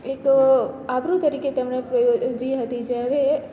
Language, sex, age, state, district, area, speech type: Gujarati, female, 18-30, Gujarat, Surat, rural, spontaneous